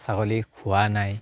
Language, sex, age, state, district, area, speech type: Assamese, male, 18-30, Assam, Charaideo, rural, spontaneous